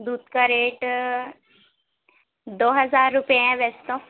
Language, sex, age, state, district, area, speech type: Urdu, female, 18-30, Uttar Pradesh, Ghaziabad, urban, conversation